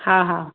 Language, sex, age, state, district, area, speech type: Sindhi, female, 30-45, Gujarat, Surat, urban, conversation